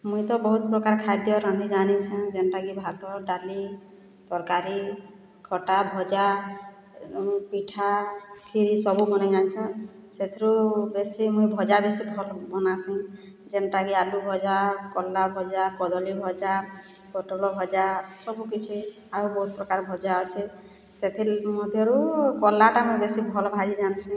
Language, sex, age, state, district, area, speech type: Odia, female, 45-60, Odisha, Boudh, rural, spontaneous